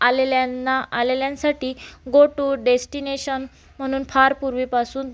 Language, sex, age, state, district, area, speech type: Marathi, female, 18-30, Maharashtra, Amravati, rural, spontaneous